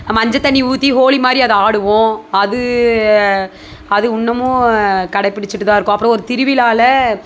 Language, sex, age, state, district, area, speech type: Tamil, female, 30-45, Tamil Nadu, Dharmapuri, rural, spontaneous